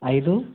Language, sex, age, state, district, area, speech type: Telugu, male, 18-30, Telangana, Sangareddy, urban, conversation